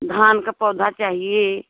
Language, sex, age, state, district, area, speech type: Hindi, female, 60+, Uttar Pradesh, Jaunpur, urban, conversation